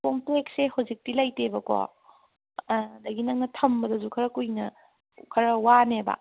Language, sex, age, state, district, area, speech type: Manipuri, female, 30-45, Manipur, Kangpokpi, urban, conversation